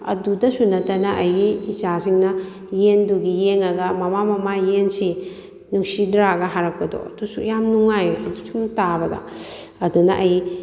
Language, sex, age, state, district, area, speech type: Manipuri, female, 45-60, Manipur, Kakching, rural, spontaneous